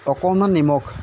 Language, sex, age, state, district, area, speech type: Assamese, male, 30-45, Assam, Jorhat, urban, spontaneous